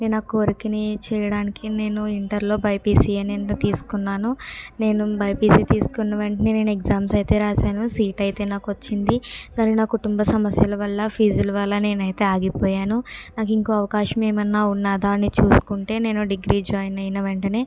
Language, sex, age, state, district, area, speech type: Telugu, female, 18-30, Andhra Pradesh, Kakinada, urban, spontaneous